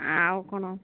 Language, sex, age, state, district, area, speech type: Odia, female, 45-60, Odisha, Angul, rural, conversation